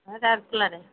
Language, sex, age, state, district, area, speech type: Odia, female, 45-60, Odisha, Sundergarh, rural, conversation